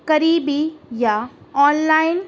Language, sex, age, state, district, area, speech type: Urdu, female, 18-30, Uttar Pradesh, Balrampur, rural, spontaneous